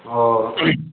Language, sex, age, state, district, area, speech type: Maithili, male, 30-45, Bihar, Purnia, rural, conversation